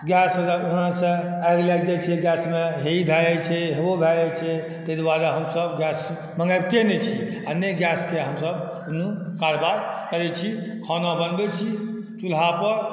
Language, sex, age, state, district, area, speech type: Maithili, male, 45-60, Bihar, Saharsa, rural, spontaneous